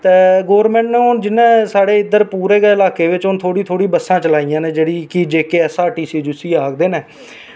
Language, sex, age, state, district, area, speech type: Dogri, male, 18-30, Jammu and Kashmir, Reasi, urban, spontaneous